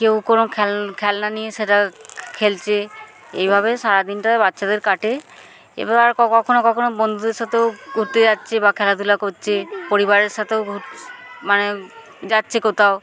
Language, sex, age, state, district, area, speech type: Bengali, female, 45-60, West Bengal, Hooghly, urban, spontaneous